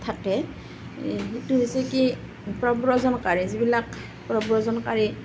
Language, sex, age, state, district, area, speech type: Assamese, female, 45-60, Assam, Nalbari, rural, spontaneous